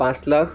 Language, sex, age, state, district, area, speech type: Assamese, male, 18-30, Assam, Dibrugarh, rural, spontaneous